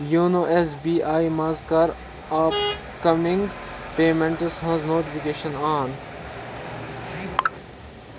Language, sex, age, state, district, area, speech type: Kashmiri, other, 18-30, Jammu and Kashmir, Kupwara, rural, read